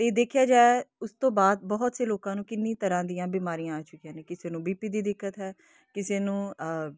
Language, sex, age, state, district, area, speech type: Punjabi, female, 30-45, Punjab, Kapurthala, urban, spontaneous